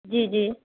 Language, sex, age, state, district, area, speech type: Urdu, female, 45-60, Uttar Pradesh, Rampur, urban, conversation